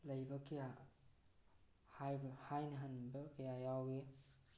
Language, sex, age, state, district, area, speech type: Manipuri, male, 18-30, Manipur, Tengnoupal, rural, spontaneous